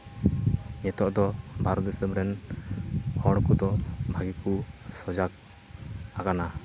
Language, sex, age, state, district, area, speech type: Santali, male, 18-30, West Bengal, Uttar Dinajpur, rural, spontaneous